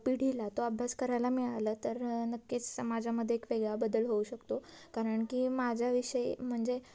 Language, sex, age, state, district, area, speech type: Marathi, female, 18-30, Maharashtra, Satara, urban, spontaneous